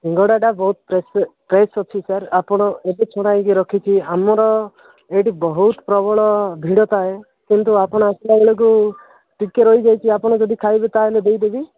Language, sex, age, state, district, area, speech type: Odia, male, 18-30, Odisha, Nabarangpur, urban, conversation